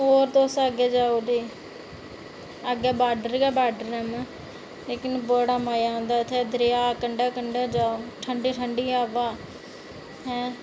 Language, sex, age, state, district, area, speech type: Dogri, female, 30-45, Jammu and Kashmir, Reasi, rural, spontaneous